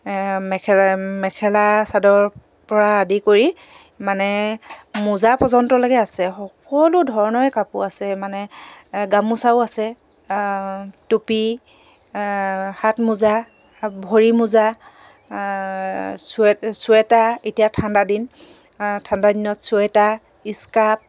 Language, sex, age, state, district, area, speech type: Assamese, female, 45-60, Assam, Dibrugarh, rural, spontaneous